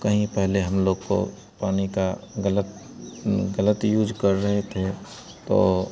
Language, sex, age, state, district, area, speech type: Hindi, male, 30-45, Bihar, Madhepura, rural, spontaneous